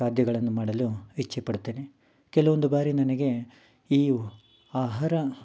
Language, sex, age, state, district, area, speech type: Kannada, male, 30-45, Karnataka, Mysore, urban, spontaneous